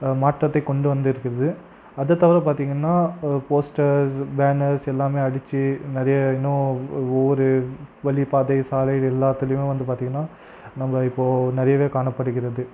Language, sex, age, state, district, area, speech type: Tamil, male, 18-30, Tamil Nadu, Krishnagiri, rural, spontaneous